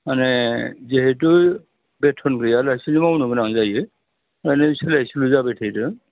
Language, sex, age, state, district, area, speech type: Bodo, male, 60+, Assam, Udalguri, urban, conversation